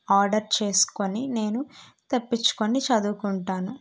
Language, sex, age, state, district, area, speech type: Telugu, female, 18-30, Andhra Pradesh, Kadapa, urban, spontaneous